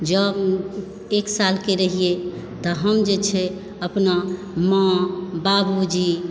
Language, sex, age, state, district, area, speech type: Maithili, female, 45-60, Bihar, Supaul, rural, spontaneous